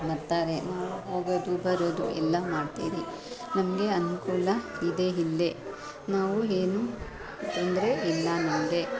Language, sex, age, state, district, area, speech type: Kannada, female, 45-60, Karnataka, Bangalore Urban, urban, spontaneous